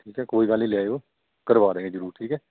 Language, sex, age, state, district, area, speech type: Punjabi, male, 30-45, Punjab, Bathinda, rural, conversation